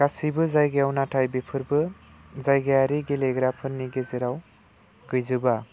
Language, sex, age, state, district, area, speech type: Bodo, male, 18-30, Assam, Udalguri, rural, spontaneous